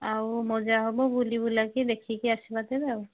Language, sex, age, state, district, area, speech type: Odia, female, 45-60, Odisha, Mayurbhanj, rural, conversation